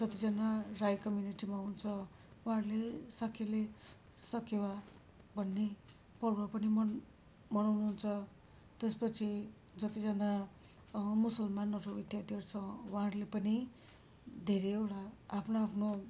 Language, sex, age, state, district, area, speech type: Nepali, female, 45-60, West Bengal, Darjeeling, rural, spontaneous